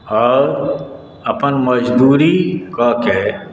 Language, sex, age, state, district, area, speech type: Maithili, male, 60+, Bihar, Madhubani, rural, spontaneous